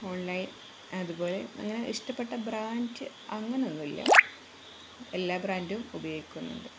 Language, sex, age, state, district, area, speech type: Malayalam, female, 45-60, Kerala, Kozhikode, rural, spontaneous